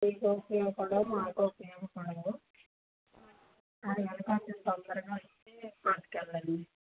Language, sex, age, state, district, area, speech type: Telugu, female, 45-60, Telangana, Mancherial, rural, conversation